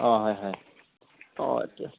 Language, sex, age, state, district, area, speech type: Assamese, male, 30-45, Assam, Goalpara, rural, conversation